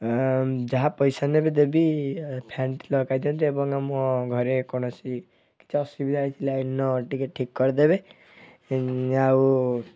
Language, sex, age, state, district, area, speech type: Odia, male, 18-30, Odisha, Kendujhar, urban, spontaneous